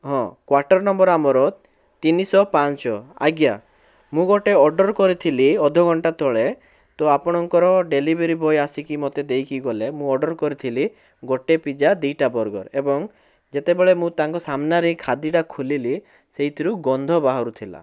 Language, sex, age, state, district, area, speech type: Odia, male, 18-30, Odisha, Bhadrak, rural, spontaneous